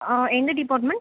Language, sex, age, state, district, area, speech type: Tamil, female, 18-30, Tamil Nadu, Cuddalore, urban, conversation